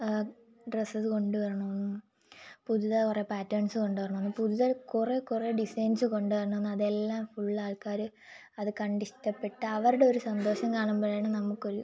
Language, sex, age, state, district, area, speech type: Malayalam, female, 18-30, Kerala, Kollam, rural, spontaneous